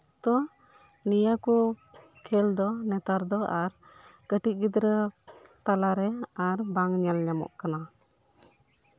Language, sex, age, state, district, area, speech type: Santali, female, 30-45, West Bengal, Birbhum, rural, spontaneous